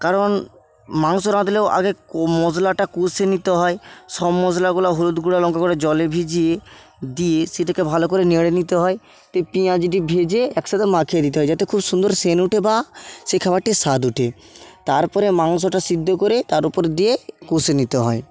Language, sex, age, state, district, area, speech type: Bengali, male, 18-30, West Bengal, Bankura, rural, spontaneous